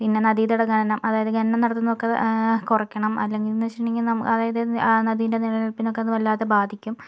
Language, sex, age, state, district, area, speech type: Malayalam, female, 18-30, Kerala, Kozhikode, urban, spontaneous